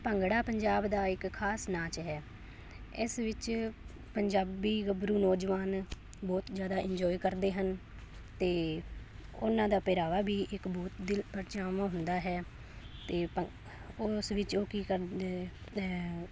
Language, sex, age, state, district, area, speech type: Punjabi, female, 18-30, Punjab, Fazilka, rural, spontaneous